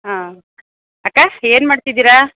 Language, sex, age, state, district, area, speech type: Kannada, female, 30-45, Karnataka, Mandya, rural, conversation